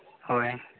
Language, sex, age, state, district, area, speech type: Santali, male, 18-30, Jharkhand, East Singhbhum, rural, conversation